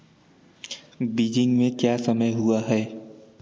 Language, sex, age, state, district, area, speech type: Hindi, male, 18-30, Uttar Pradesh, Jaunpur, urban, read